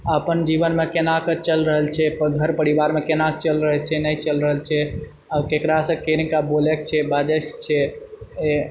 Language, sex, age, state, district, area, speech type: Maithili, male, 30-45, Bihar, Purnia, rural, spontaneous